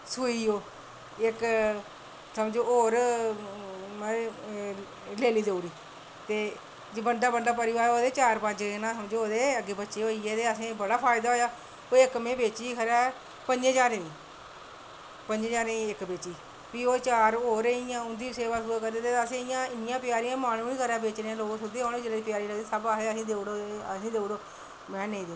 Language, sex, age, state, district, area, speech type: Dogri, female, 45-60, Jammu and Kashmir, Reasi, rural, spontaneous